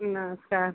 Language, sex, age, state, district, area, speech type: Hindi, female, 45-60, Uttar Pradesh, Ghazipur, rural, conversation